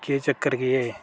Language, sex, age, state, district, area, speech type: Dogri, male, 18-30, Jammu and Kashmir, Udhampur, rural, spontaneous